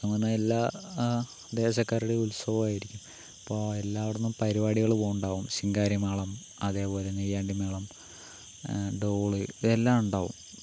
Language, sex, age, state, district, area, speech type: Malayalam, male, 18-30, Kerala, Palakkad, rural, spontaneous